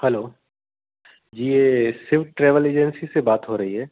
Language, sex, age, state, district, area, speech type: Hindi, male, 45-60, Madhya Pradesh, Jabalpur, urban, conversation